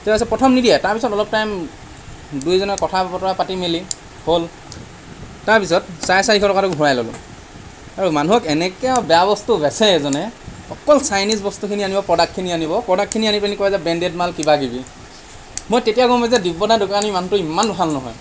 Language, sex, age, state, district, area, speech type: Assamese, male, 45-60, Assam, Lakhimpur, rural, spontaneous